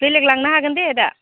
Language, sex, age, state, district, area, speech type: Bodo, female, 30-45, Assam, Udalguri, urban, conversation